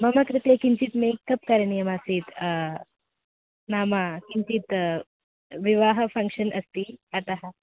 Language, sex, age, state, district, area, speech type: Sanskrit, female, 18-30, Kerala, Kottayam, rural, conversation